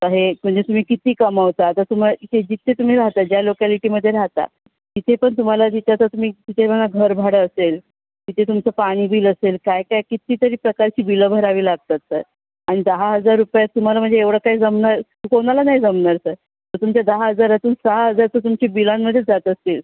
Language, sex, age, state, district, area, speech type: Marathi, female, 18-30, Maharashtra, Thane, urban, conversation